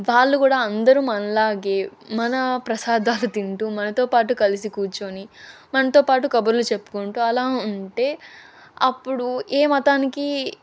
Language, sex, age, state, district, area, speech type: Telugu, female, 30-45, Andhra Pradesh, Chittoor, rural, spontaneous